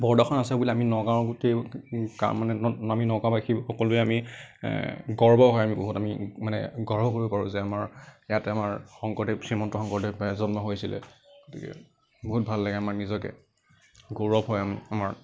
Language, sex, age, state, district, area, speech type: Assamese, male, 18-30, Assam, Nagaon, rural, spontaneous